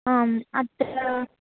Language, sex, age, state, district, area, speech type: Sanskrit, female, 18-30, Telangana, Hyderabad, urban, conversation